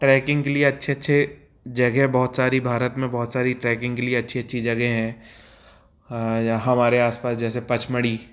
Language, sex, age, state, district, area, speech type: Hindi, male, 30-45, Madhya Pradesh, Jabalpur, urban, spontaneous